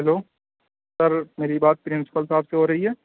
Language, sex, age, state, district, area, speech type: Urdu, male, 18-30, Delhi, South Delhi, urban, conversation